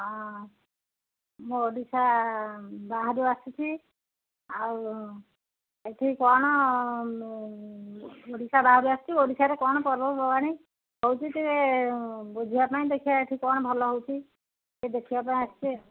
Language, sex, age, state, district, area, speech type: Odia, female, 60+, Odisha, Angul, rural, conversation